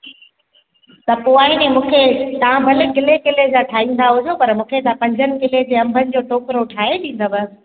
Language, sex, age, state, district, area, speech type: Sindhi, female, 30-45, Gujarat, Junagadh, rural, conversation